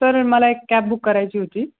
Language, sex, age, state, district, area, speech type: Marathi, male, 18-30, Maharashtra, Jalna, urban, conversation